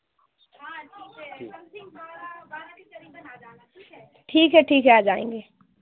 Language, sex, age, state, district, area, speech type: Hindi, female, 18-30, Madhya Pradesh, Seoni, urban, conversation